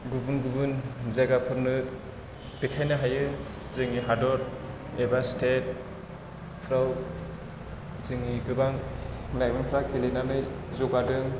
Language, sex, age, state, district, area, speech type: Bodo, male, 30-45, Assam, Chirang, rural, spontaneous